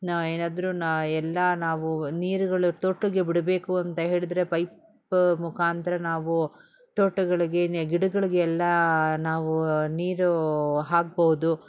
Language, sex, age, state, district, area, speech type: Kannada, female, 45-60, Karnataka, Bangalore Urban, rural, spontaneous